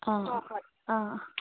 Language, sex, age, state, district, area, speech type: Manipuri, female, 30-45, Manipur, Chandel, rural, conversation